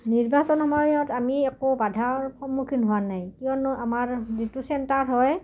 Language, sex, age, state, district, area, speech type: Assamese, female, 45-60, Assam, Udalguri, rural, spontaneous